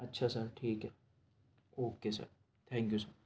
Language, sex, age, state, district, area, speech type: Urdu, male, 18-30, Delhi, Central Delhi, urban, spontaneous